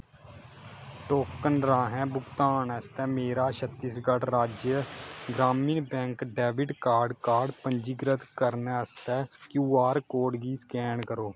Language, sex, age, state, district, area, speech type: Dogri, male, 18-30, Jammu and Kashmir, Kathua, rural, read